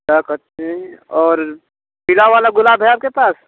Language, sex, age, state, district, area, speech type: Hindi, male, 18-30, Uttar Pradesh, Mirzapur, rural, conversation